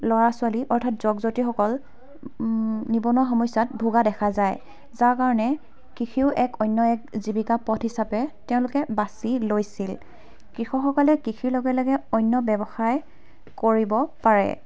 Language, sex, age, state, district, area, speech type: Assamese, female, 18-30, Assam, Dibrugarh, rural, spontaneous